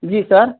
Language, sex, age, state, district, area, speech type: Hindi, male, 30-45, Uttar Pradesh, Azamgarh, rural, conversation